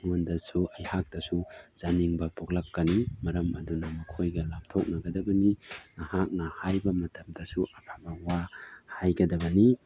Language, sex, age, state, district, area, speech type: Manipuri, male, 30-45, Manipur, Tengnoupal, rural, spontaneous